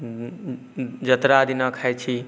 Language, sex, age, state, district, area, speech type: Maithili, male, 18-30, Bihar, Saharsa, rural, spontaneous